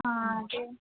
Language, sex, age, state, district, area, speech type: Malayalam, female, 18-30, Kerala, Pathanamthitta, rural, conversation